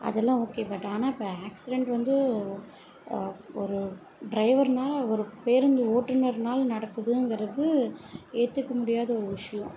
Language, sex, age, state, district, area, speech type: Tamil, female, 30-45, Tamil Nadu, Chennai, urban, spontaneous